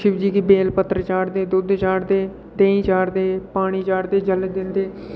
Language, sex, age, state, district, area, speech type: Dogri, male, 18-30, Jammu and Kashmir, Udhampur, rural, spontaneous